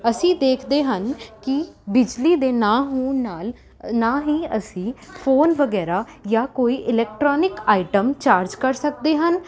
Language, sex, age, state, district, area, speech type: Punjabi, female, 18-30, Punjab, Rupnagar, urban, spontaneous